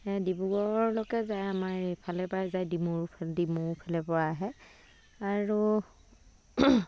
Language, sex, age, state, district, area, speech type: Assamese, female, 30-45, Assam, Dibrugarh, rural, spontaneous